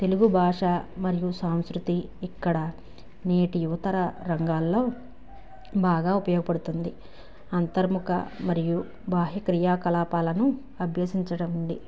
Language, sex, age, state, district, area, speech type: Telugu, female, 45-60, Andhra Pradesh, Krishna, urban, spontaneous